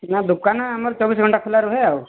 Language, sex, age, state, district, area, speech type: Odia, male, 45-60, Odisha, Sambalpur, rural, conversation